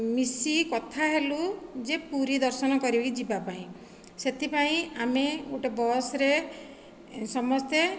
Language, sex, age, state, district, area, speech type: Odia, female, 45-60, Odisha, Dhenkanal, rural, spontaneous